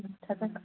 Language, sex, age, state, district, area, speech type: Sindhi, female, 45-60, Delhi, South Delhi, urban, conversation